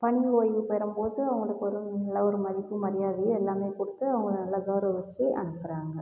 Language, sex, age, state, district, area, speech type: Tamil, female, 30-45, Tamil Nadu, Cuddalore, rural, spontaneous